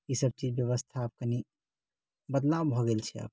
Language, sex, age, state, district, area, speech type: Maithili, male, 30-45, Bihar, Saharsa, rural, spontaneous